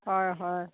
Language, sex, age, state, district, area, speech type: Assamese, female, 45-60, Assam, Dhemaji, rural, conversation